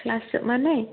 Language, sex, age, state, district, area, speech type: Bodo, female, 18-30, Assam, Kokrajhar, rural, conversation